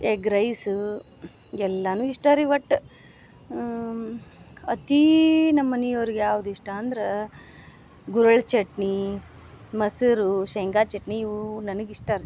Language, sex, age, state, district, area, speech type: Kannada, female, 30-45, Karnataka, Gadag, rural, spontaneous